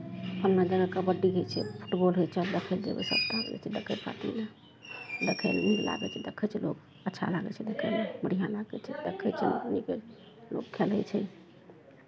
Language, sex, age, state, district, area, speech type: Maithili, female, 30-45, Bihar, Araria, rural, spontaneous